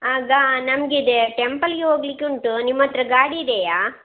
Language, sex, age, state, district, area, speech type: Kannada, female, 60+, Karnataka, Dakshina Kannada, rural, conversation